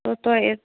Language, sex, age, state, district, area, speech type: Kashmiri, female, 30-45, Jammu and Kashmir, Shopian, rural, conversation